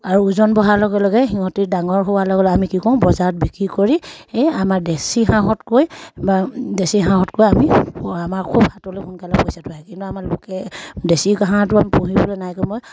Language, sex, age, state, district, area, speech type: Assamese, female, 30-45, Assam, Sivasagar, rural, spontaneous